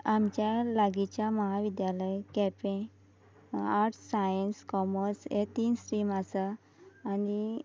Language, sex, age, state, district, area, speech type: Goan Konkani, female, 30-45, Goa, Quepem, rural, spontaneous